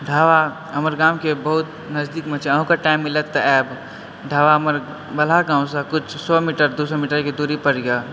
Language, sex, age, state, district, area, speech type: Maithili, male, 18-30, Bihar, Supaul, rural, spontaneous